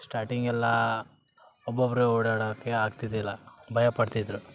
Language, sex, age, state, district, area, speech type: Kannada, male, 18-30, Karnataka, Vijayanagara, rural, spontaneous